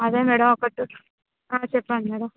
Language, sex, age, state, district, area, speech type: Telugu, female, 18-30, Andhra Pradesh, Visakhapatnam, urban, conversation